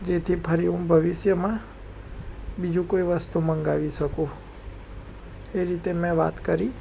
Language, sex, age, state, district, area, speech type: Gujarati, male, 18-30, Gujarat, Anand, urban, spontaneous